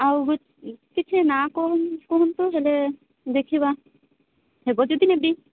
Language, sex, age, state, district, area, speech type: Odia, female, 18-30, Odisha, Malkangiri, urban, conversation